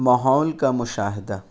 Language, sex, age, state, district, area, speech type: Urdu, male, 18-30, Bihar, Gaya, rural, spontaneous